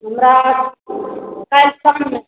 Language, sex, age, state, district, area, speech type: Maithili, female, 18-30, Bihar, Araria, rural, conversation